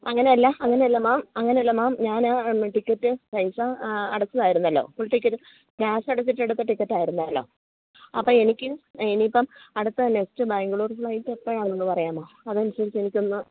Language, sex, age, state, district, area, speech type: Malayalam, female, 45-60, Kerala, Idukki, rural, conversation